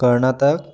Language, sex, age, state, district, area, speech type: Assamese, male, 18-30, Assam, Dhemaji, rural, spontaneous